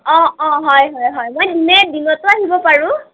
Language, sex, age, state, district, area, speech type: Assamese, female, 18-30, Assam, Nalbari, rural, conversation